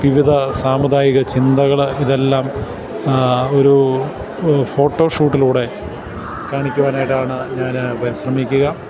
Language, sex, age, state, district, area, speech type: Malayalam, male, 45-60, Kerala, Kottayam, urban, spontaneous